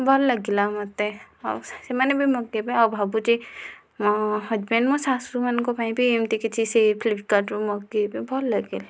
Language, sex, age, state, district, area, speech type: Odia, female, 45-60, Odisha, Kandhamal, rural, spontaneous